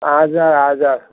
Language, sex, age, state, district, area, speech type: Nepali, male, 45-60, West Bengal, Darjeeling, rural, conversation